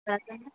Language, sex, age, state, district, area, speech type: Marathi, female, 30-45, Maharashtra, Nagpur, rural, conversation